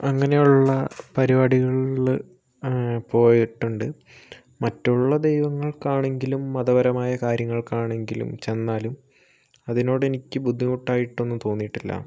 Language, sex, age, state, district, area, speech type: Malayalam, male, 18-30, Kerala, Wayanad, rural, spontaneous